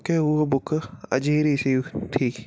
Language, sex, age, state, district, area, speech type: Sindhi, male, 18-30, Rajasthan, Ajmer, urban, spontaneous